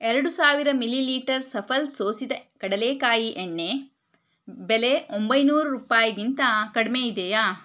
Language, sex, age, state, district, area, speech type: Kannada, male, 45-60, Karnataka, Shimoga, rural, read